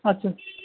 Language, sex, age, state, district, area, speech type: Urdu, male, 30-45, Delhi, Central Delhi, urban, conversation